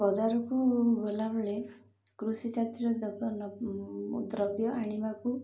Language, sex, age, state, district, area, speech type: Odia, female, 30-45, Odisha, Ganjam, urban, spontaneous